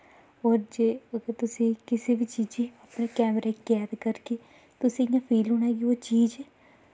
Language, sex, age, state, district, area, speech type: Dogri, female, 18-30, Jammu and Kashmir, Kathua, rural, spontaneous